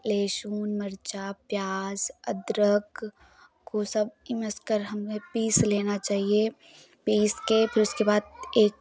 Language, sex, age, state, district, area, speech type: Hindi, female, 18-30, Uttar Pradesh, Prayagraj, rural, spontaneous